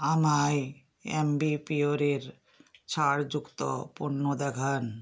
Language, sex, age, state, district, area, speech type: Bengali, female, 60+, West Bengal, South 24 Parganas, rural, read